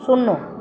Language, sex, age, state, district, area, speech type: Bengali, female, 30-45, West Bengal, Purba Bardhaman, urban, read